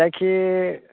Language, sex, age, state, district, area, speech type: Bodo, male, 30-45, Assam, Chirang, rural, conversation